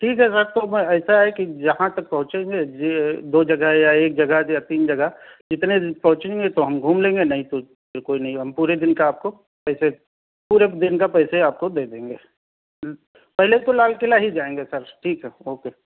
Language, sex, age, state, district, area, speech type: Urdu, male, 30-45, Delhi, South Delhi, urban, conversation